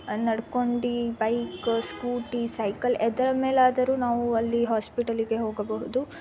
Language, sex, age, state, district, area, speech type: Kannada, female, 18-30, Karnataka, Davanagere, urban, spontaneous